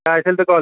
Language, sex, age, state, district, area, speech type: Marathi, male, 45-60, Maharashtra, Mumbai City, urban, conversation